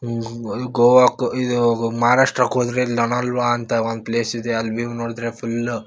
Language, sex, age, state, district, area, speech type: Kannada, male, 18-30, Karnataka, Gulbarga, urban, spontaneous